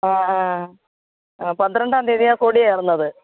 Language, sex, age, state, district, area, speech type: Malayalam, female, 45-60, Kerala, Thiruvananthapuram, urban, conversation